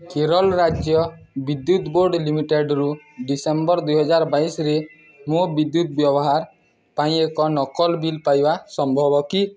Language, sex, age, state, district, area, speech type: Odia, male, 18-30, Odisha, Nuapada, urban, read